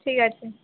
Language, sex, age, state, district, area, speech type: Bengali, female, 60+, West Bengal, Purba Bardhaman, rural, conversation